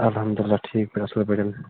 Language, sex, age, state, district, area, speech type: Kashmiri, male, 30-45, Jammu and Kashmir, Bandipora, rural, conversation